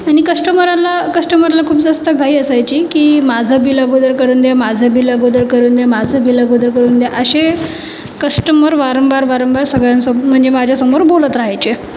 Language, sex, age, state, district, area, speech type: Marathi, female, 30-45, Maharashtra, Nagpur, urban, spontaneous